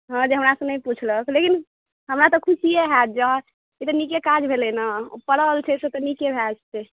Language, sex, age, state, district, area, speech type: Maithili, female, 30-45, Bihar, Supaul, urban, conversation